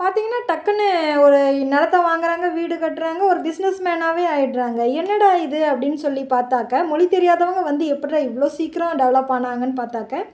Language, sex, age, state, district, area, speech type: Tamil, female, 30-45, Tamil Nadu, Dharmapuri, rural, spontaneous